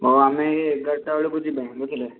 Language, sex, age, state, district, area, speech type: Odia, male, 18-30, Odisha, Bhadrak, rural, conversation